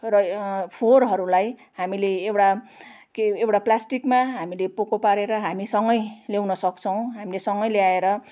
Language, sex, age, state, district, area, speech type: Nepali, female, 45-60, West Bengal, Jalpaiguri, urban, spontaneous